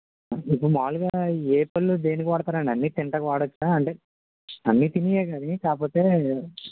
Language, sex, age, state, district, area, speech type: Telugu, male, 18-30, Andhra Pradesh, N T Rama Rao, urban, conversation